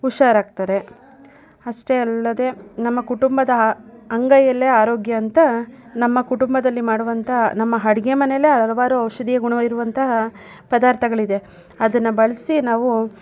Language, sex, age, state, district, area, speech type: Kannada, female, 30-45, Karnataka, Mandya, rural, spontaneous